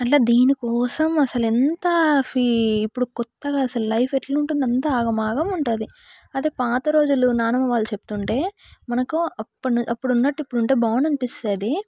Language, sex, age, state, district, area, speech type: Telugu, female, 18-30, Telangana, Yadadri Bhuvanagiri, rural, spontaneous